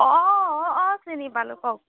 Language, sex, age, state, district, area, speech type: Assamese, female, 18-30, Assam, Golaghat, rural, conversation